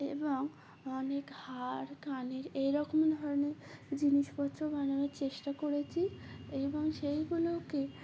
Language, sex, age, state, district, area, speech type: Bengali, female, 18-30, West Bengal, Uttar Dinajpur, urban, spontaneous